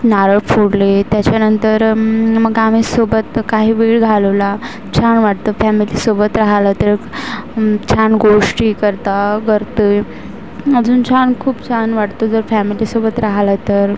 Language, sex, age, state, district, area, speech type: Marathi, female, 18-30, Maharashtra, Wardha, rural, spontaneous